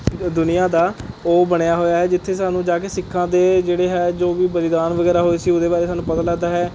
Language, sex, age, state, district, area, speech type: Punjabi, male, 18-30, Punjab, Rupnagar, urban, spontaneous